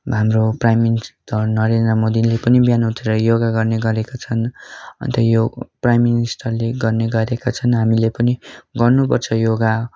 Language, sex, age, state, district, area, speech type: Nepali, male, 18-30, West Bengal, Darjeeling, rural, spontaneous